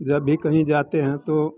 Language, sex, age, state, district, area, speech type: Hindi, male, 60+, Bihar, Madhepura, rural, spontaneous